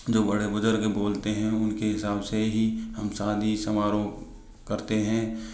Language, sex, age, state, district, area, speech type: Hindi, male, 45-60, Rajasthan, Karauli, rural, spontaneous